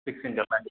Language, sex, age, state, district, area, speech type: Malayalam, male, 18-30, Kerala, Kannur, rural, conversation